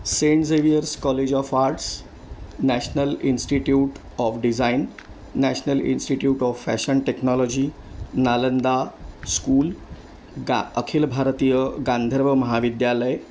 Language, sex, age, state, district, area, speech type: Marathi, male, 60+, Maharashtra, Thane, urban, spontaneous